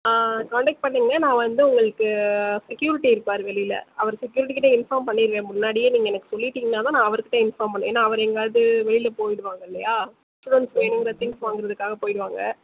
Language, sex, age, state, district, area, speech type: Tamil, female, 30-45, Tamil Nadu, Sivaganga, rural, conversation